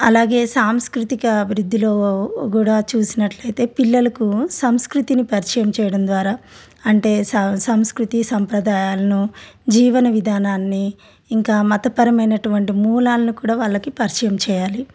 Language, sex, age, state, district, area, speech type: Telugu, female, 30-45, Telangana, Ranga Reddy, urban, spontaneous